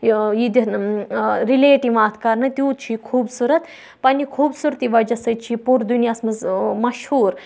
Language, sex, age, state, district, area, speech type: Kashmiri, female, 18-30, Jammu and Kashmir, Budgam, rural, spontaneous